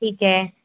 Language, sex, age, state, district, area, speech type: Hindi, female, 18-30, Madhya Pradesh, Chhindwara, urban, conversation